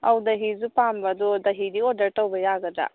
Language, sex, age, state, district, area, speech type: Manipuri, female, 18-30, Manipur, Kangpokpi, urban, conversation